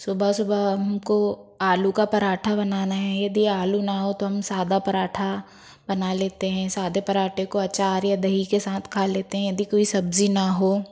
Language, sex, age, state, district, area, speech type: Hindi, female, 45-60, Madhya Pradesh, Bhopal, urban, spontaneous